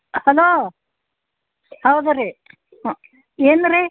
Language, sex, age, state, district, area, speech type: Kannada, female, 60+, Karnataka, Gadag, rural, conversation